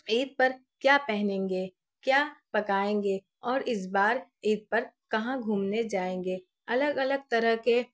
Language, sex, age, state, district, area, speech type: Urdu, female, 18-30, Bihar, Araria, rural, spontaneous